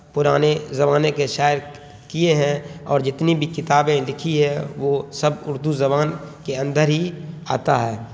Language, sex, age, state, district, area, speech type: Urdu, male, 30-45, Bihar, Khagaria, rural, spontaneous